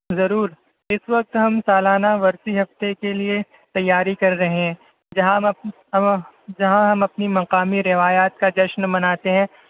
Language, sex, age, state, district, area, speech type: Urdu, male, 18-30, Maharashtra, Nashik, urban, conversation